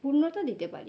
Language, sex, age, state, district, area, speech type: Bengali, female, 45-60, West Bengal, North 24 Parganas, urban, spontaneous